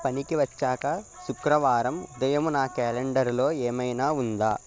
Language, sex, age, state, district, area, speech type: Telugu, male, 45-60, Andhra Pradesh, Eluru, urban, read